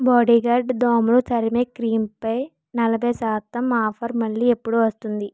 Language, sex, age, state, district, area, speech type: Telugu, female, 60+, Andhra Pradesh, Kakinada, rural, read